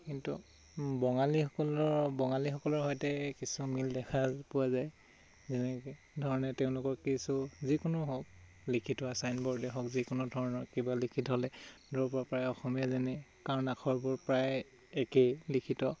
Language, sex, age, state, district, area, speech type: Assamese, male, 18-30, Assam, Tinsukia, urban, spontaneous